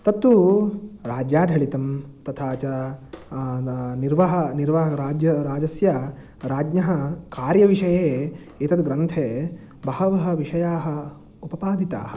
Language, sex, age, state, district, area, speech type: Sanskrit, male, 18-30, Karnataka, Uttara Kannada, rural, spontaneous